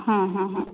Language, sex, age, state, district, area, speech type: Marathi, female, 45-60, Maharashtra, Kolhapur, urban, conversation